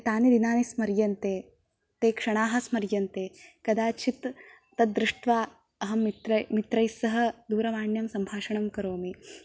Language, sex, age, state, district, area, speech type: Sanskrit, female, 18-30, Maharashtra, Thane, urban, spontaneous